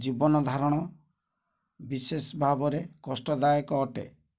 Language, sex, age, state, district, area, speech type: Odia, male, 45-60, Odisha, Kendrapara, urban, spontaneous